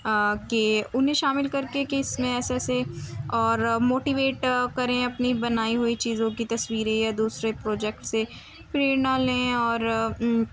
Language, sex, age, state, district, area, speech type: Urdu, female, 18-30, Uttar Pradesh, Muzaffarnagar, rural, spontaneous